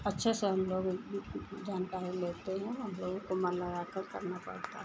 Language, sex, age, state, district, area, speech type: Hindi, female, 60+, Uttar Pradesh, Lucknow, rural, spontaneous